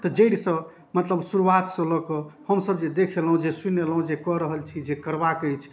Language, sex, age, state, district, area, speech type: Maithili, male, 30-45, Bihar, Darbhanga, rural, spontaneous